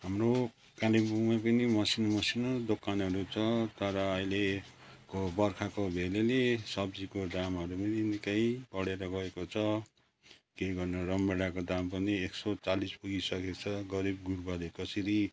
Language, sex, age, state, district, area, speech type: Nepali, male, 60+, West Bengal, Kalimpong, rural, spontaneous